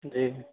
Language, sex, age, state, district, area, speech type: Hindi, male, 30-45, Rajasthan, Karauli, rural, conversation